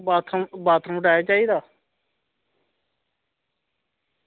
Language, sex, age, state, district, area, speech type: Dogri, male, 30-45, Jammu and Kashmir, Reasi, rural, conversation